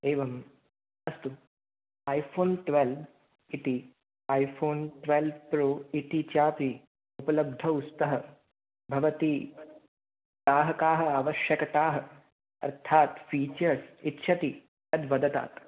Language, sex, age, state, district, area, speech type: Sanskrit, male, 18-30, Rajasthan, Jaipur, urban, conversation